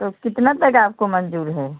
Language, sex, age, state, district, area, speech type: Hindi, female, 30-45, Uttar Pradesh, Jaunpur, rural, conversation